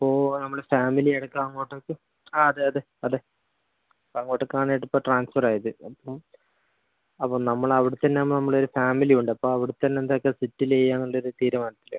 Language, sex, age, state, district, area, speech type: Malayalam, male, 18-30, Kerala, Kozhikode, urban, conversation